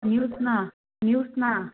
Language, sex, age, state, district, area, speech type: Kannada, female, 18-30, Karnataka, Mandya, rural, conversation